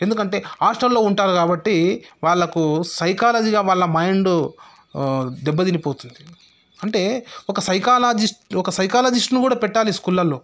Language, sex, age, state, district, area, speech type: Telugu, male, 30-45, Telangana, Sangareddy, rural, spontaneous